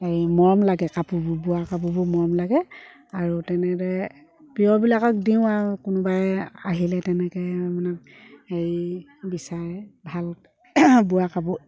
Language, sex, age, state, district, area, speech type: Assamese, female, 45-60, Assam, Sivasagar, rural, spontaneous